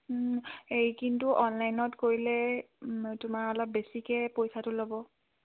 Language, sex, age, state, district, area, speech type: Assamese, female, 18-30, Assam, Charaideo, urban, conversation